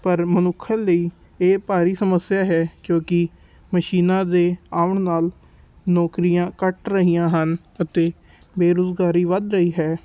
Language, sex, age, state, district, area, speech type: Punjabi, male, 18-30, Punjab, Patiala, urban, spontaneous